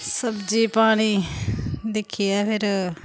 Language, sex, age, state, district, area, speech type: Dogri, female, 30-45, Jammu and Kashmir, Samba, rural, spontaneous